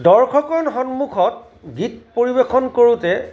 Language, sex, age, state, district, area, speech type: Assamese, male, 45-60, Assam, Charaideo, urban, spontaneous